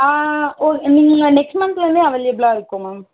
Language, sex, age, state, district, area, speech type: Tamil, female, 18-30, Tamil Nadu, Kanchipuram, urban, conversation